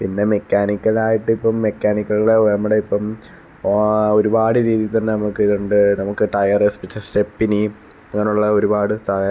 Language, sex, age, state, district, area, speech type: Malayalam, male, 18-30, Kerala, Alappuzha, rural, spontaneous